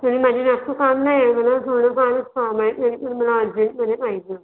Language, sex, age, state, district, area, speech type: Marathi, female, 18-30, Maharashtra, Nagpur, urban, conversation